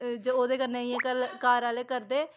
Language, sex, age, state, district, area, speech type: Dogri, female, 18-30, Jammu and Kashmir, Reasi, rural, spontaneous